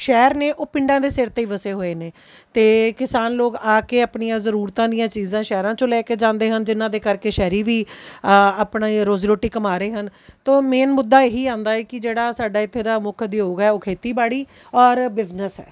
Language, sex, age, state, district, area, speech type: Punjabi, female, 30-45, Punjab, Tarn Taran, urban, spontaneous